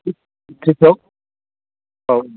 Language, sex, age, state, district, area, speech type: Bodo, male, 45-60, Assam, Chirang, rural, conversation